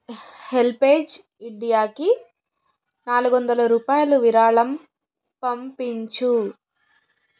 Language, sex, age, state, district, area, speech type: Telugu, female, 30-45, Andhra Pradesh, Guntur, rural, read